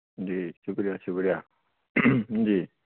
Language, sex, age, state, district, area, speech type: Urdu, male, 18-30, Telangana, Hyderabad, urban, conversation